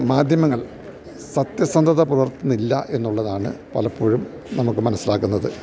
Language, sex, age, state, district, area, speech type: Malayalam, male, 60+, Kerala, Idukki, rural, spontaneous